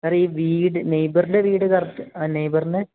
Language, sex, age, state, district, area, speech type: Malayalam, male, 18-30, Kerala, Idukki, rural, conversation